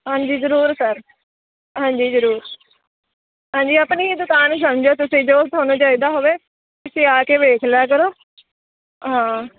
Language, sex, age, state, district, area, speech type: Punjabi, female, 18-30, Punjab, Firozpur, urban, conversation